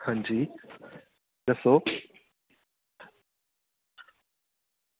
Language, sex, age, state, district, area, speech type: Dogri, male, 18-30, Jammu and Kashmir, Samba, rural, conversation